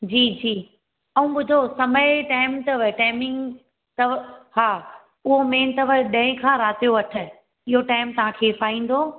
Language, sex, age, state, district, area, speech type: Sindhi, female, 30-45, Gujarat, Surat, urban, conversation